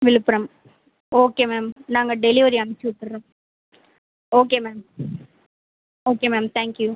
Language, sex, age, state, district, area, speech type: Tamil, female, 18-30, Tamil Nadu, Viluppuram, rural, conversation